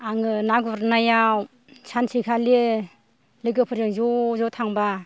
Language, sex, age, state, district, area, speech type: Bodo, female, 60+, Assam, Kokrajhar, rural, spontaneous